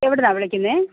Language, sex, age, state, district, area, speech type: Malayalam, female, 45-60, Kerala, Pathanamthitta, rural, conversation